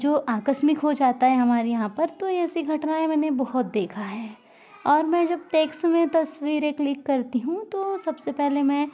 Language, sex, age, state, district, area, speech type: Hindi, female, 60+, Madhya Pradesh, Balaghat, rural, spontaneous